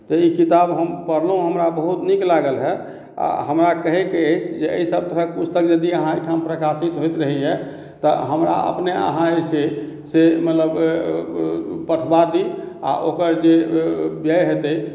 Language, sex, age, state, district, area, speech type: Maithili, male, 45-60, Bihar, Madhubani, urban, spontaneous